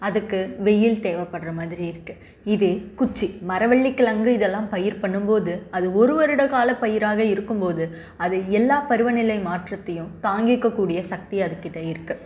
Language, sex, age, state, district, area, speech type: Tamil, female, 18-30, Tamil Nadu, Salem, rural, spontaneous